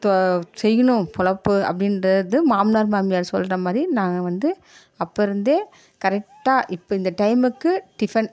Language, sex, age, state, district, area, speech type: Tamil, female, 45-60, Tamil Nadu, Dharmapuri, rural, spontaneous